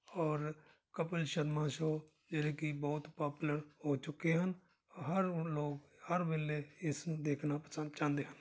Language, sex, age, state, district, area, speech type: Punjabi, male, 60+, Punjab, Amritsar, urban, spontaneous